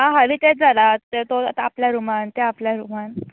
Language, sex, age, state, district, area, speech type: Goan Konkani, female, 18-30, Goa, Bardez, rural, conversation